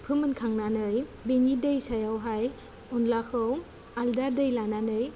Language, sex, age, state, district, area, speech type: Bodo, female, 18-30, Assam, Kokrajhar, rural, spontaneous